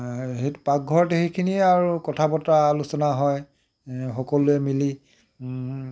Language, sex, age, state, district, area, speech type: Assamese, male, 60+, Assam, Tinsukia, urban, spontaneous